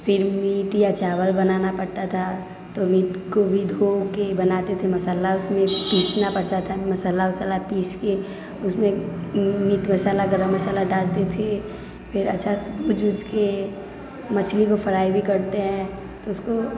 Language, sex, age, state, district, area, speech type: Maithili, female, 18-30, Bihar, Sitamarhi, rural, spontaneous